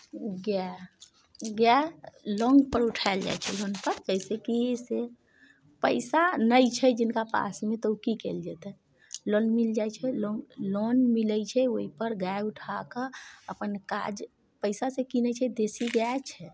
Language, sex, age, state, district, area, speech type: Maithili, female, 45-60, Bihar, Muzaffarpur, rural, spontaneous